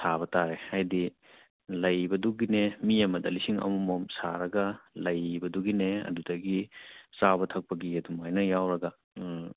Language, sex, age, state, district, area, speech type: Manipuri, male, 30-45, Manipur, Churachandpur, rural, conversation